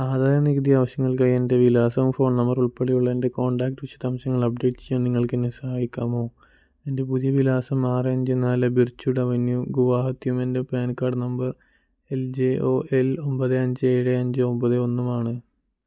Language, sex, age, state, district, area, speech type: Malayalam, male, 18-30, Kerala, Wayanad, rural, read